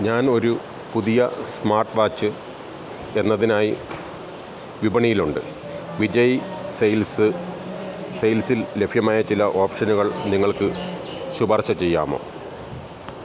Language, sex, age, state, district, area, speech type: Malayalam, male, 45-60, Kerala, Alappuzha, rural, read